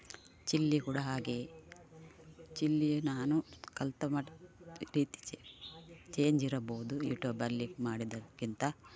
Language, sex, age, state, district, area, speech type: Kannada, female, 45-60, Karnataka, Udupi, rural, spontaneous